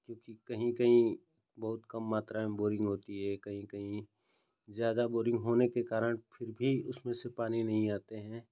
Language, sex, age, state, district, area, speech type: Hindi, male, 30-45, Uttar Pradesh, Ghazipur, rural, spontaneous